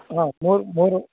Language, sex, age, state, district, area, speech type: Kannada, male, 18-30, Karnataka, Tumkur, urban, conversation